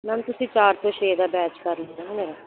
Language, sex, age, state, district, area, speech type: Punjabi, female, 30-45, Punjab, Kapurthala, rural, conversation